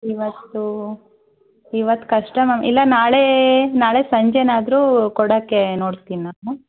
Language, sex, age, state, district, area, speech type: Kannada, female, 18-30, Karnataka, Shimoga, urban, conversation